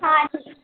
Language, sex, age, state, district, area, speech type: Hindi, female, 18-30, Madhya Pradesh, Harda, urban, conversation